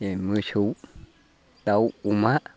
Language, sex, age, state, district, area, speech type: Bodo, male, 60+, Assam, Chirang, rural, spontaneous